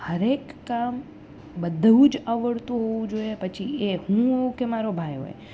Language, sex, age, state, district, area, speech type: Gujarati, female, 18-30, Gujarat, Rajkot, urban, spontaneous